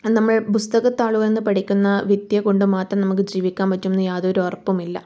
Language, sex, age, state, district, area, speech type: Malayalam, female, 18-30, Kerala, Kannur, rural, spontaneous